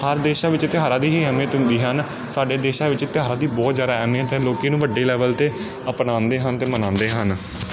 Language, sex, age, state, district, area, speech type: Punjabi, male, 30-45, Punjab, Amritsar, urban, spontaneous